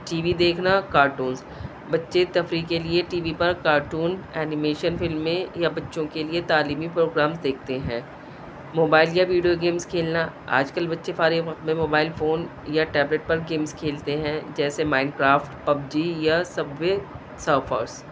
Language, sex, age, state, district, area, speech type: Urdu, female, 45-60, Delhi, South Delhi, urban, spontaneous